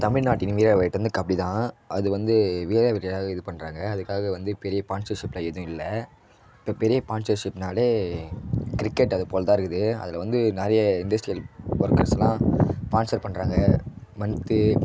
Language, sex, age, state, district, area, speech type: Tamil, male, 18-30, Tamil Nadu, Tiruvannamalai, urban, spontaneous